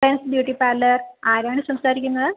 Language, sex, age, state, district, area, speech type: Malayalam, female, 30-45, Kerala, Thiruvananthapuram, rural, conversation